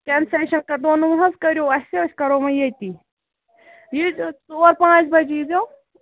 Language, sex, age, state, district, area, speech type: Kashmiri, female, 45-60, Jammu and Kashmir, Ganderbal, rural, conversation